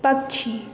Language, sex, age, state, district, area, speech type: Maithili, female, 18-30, Bihar, Madhubani, urban, read